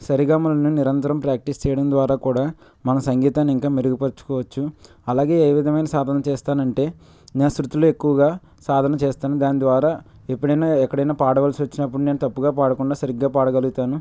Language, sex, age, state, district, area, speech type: Telugu, male, 18-30, Andhra Pradesh, West Godavari, rural, spontaneous